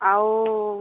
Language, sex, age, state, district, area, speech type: Odia, female, 18-30, Odisha, Sambalpur, rural, conversation